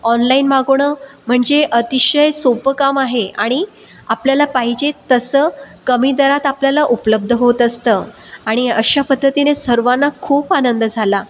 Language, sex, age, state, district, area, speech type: Marathi, female, 30-45, Maharashtra, Buldhana, urban, spontaneous